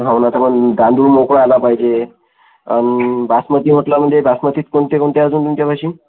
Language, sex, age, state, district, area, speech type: Marathi, male, 30-45, Maharashtra, Amravati, rural, conversation